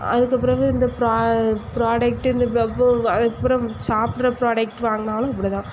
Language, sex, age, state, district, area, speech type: Tamil, female, 18-30, Tamil Nadu, Thoothukudi, rural, spontaneous